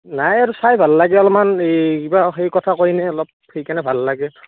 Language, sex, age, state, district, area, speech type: Assamese, male, 18-30, Assam, Morigaon, rural, conversation